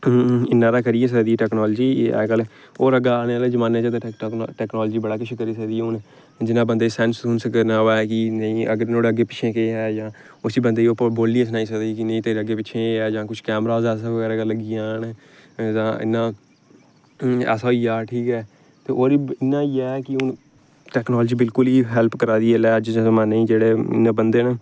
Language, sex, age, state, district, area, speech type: Dogri, male, 18-30, Jammu and Kashmir, Reasi, rural, spontaneous